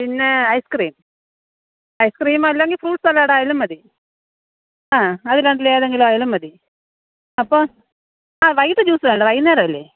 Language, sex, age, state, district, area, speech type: Malayalam, female, 45-60, Kerala, Thiruvananthapuram, urban, conversation